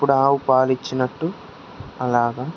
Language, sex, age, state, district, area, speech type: Telugu, male, 45-60, Andhra Pradesh, West Godavari, rural, spontaneous